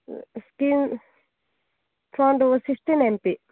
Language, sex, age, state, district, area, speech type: Odia, female, 30-45, Odisha, Koraput, urban, conversation